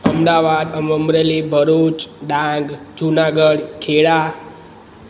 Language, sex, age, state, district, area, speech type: Gujarati, male, 18-30, Gujarat, Surat, urban, spontaneous